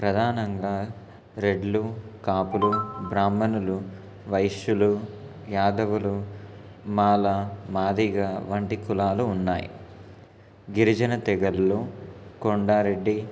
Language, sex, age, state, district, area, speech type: Telugu, male, 18-30, Telangana, Warangal, urban, spontaneous